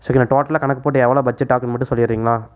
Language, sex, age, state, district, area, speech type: Tamil, male, 18-30, Tamil Nadu, Erode, rural, spontaneous